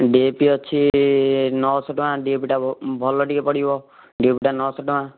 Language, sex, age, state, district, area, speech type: Odia, male, 18-30, Odisha, Kendujhar, urban, conversation